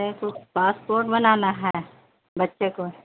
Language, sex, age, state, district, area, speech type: Urdu, female, 60+, Bihar, Gaya, urban, conversation